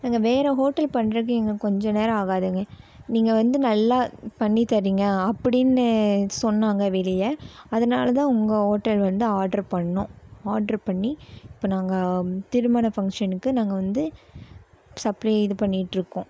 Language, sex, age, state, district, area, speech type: Tamil, female, 18-30, Tamil Nadu, Coimbatore, rural, spontaneous